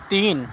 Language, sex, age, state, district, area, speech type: Urdu, male, 30-45, Delhi, Central Delhi, urban, read